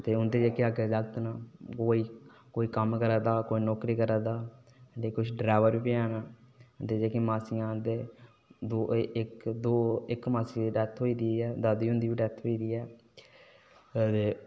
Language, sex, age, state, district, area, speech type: Dogri, male, 18-30, Jammu and Kashmir, Udhampur, rural, spontaneous